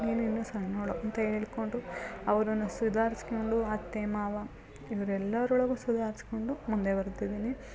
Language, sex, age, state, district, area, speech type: Kannada, female, 30-45, Karnataka, Hassan, rural, spontaneous